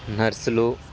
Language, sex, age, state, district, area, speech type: Telugu, male, 18-30, Andhra Pradesh, Sri Satya Sai, rural, spontaneous